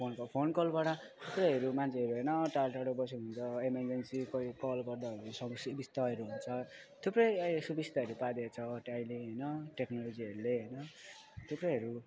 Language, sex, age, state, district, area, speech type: Nepali, male, 18-30, West Bengal, Alipurduar, urban, spontaneous